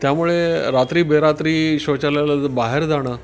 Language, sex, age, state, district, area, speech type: Marathi, male, 60+, Maharashtra, Palghar, rural, spontaneous